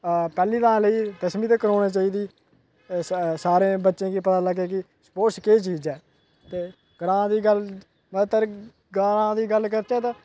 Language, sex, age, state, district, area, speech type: Dogri, male, 30-45, Jammu and Kashmir, Udhampur, urban, spontaneous